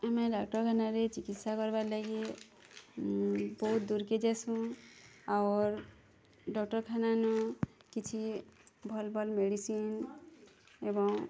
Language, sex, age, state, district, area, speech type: Odia, female, 30-45, Odisha, Bargarh, urban, spontaneous